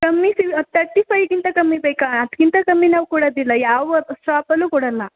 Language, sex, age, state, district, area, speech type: Kannada, female, 18-30, Karnataka, Kodagu, rural, conversation